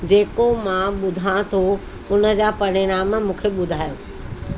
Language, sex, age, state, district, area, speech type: Sindhi, female, 45-60, Delhi, South Delhi, urban, read